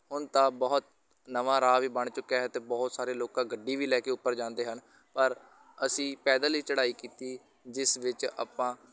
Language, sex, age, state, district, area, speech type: Punjabi, male, 18-30, Punjab, Shaheed Bhagat Singh Nagar, urban, spontaneous